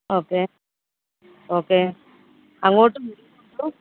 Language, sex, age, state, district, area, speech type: Malayalam, female, 45-60, Kerala, Pathanamthitta, rural, conversation